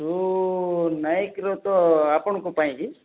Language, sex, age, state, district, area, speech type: Odia, male, 30-45, Odisha, Kalahandi, rural, conversation